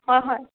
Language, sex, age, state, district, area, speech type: Manipuri, female, 30-45, Manipur, Imphal West, rural, conversation